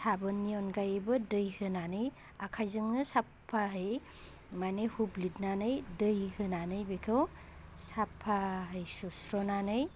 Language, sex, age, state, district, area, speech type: Bodo, female, 30-45, Assam, Baksa, rural, spontaneous